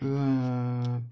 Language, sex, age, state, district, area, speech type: Tamil, male, 18-30, Tamil Nadu, Tiruvannamalai, urban, spontaneous